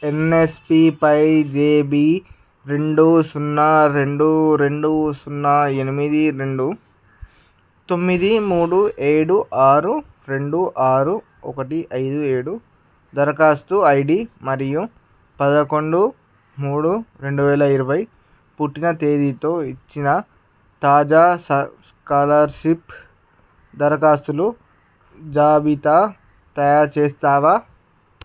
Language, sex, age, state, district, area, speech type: Telugu, male, 18-30, Andhra Pradesh, Srikakulam, urban, read